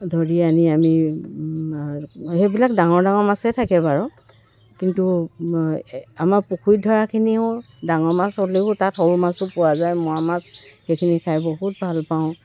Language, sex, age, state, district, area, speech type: Assamese, female, 60+, Assam, Dibrugarh, rural, spontaneous